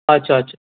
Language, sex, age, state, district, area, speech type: Urdu, male, 18-30, Delhi, Central Delhi, urban, conversation